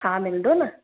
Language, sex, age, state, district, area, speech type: Sindhi, female, 30-45, Gujarat, Surat, urban, conversation